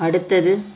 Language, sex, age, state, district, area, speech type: Tamil, female, 30-45, Tamil Nadu, Madurai, urban, read